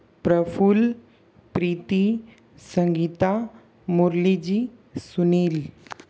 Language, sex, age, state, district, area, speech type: Hindi, male, 60+, Rajasthan, Jodhpur, rural, spontaneous